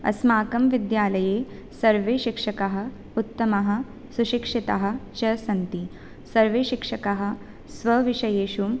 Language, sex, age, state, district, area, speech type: Sanskrit, female, 18-30, Rajasthan, Jaipur, urban, spontaneous